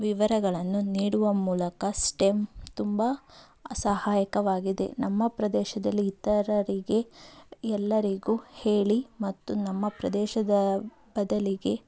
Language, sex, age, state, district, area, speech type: Kannada, female, 30-45, Karnataka, Tumkur, rural, spontaneous